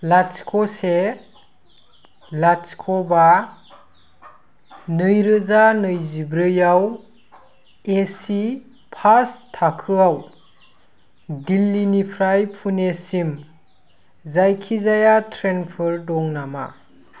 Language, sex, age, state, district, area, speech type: Bodo, male, 18-30, Assam, Kokrajhar, rural, read